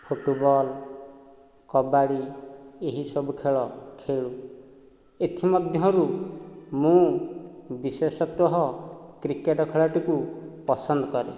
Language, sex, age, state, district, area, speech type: Odia, male, 45-60, Odisha, Nayagarh, rural, spontaneous